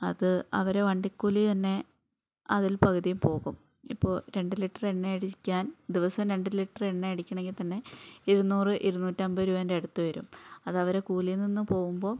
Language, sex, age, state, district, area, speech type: Malayalam, female, 18-30, Kerala, Wayanad, rural, spontaneous